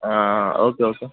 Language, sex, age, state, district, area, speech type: Marathi, male, 18-30, Maharashtra, Thane, urban, conversation